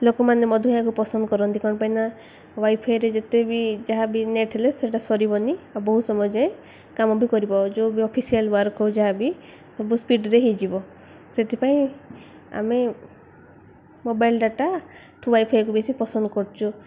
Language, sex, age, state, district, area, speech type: Odia, female, 18-30, Odisha, Koraput, urban, spontaneous